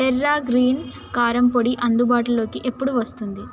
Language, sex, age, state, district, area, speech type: Telugu, female, 18-30, Telangana, Mahbubnagar, rural, read